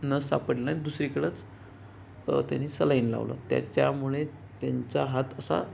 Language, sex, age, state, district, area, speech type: Marathi, male, 18-30, Maharashtra, Ratnagiri, rural, spontaneous